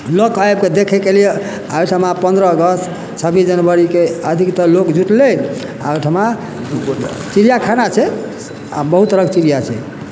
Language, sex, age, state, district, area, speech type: Maithili, male, 60+, Bihar, Madhubani, rural, spontaneous